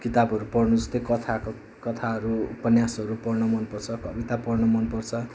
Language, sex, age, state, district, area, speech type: Nepali, male, 30-45, West Bengal, Darjeeling, rural, spontaneous